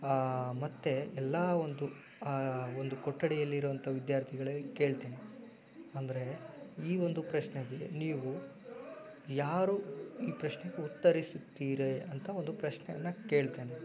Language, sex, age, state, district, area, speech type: Kannada, male, 30-45, Karnataka, Chikkaballapur, rural, spontaneous